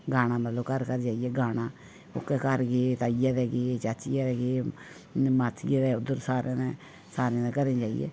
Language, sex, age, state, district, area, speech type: Dogri, female, 45-60, Jammu and Kashmir, Reasi, urban, spontaneous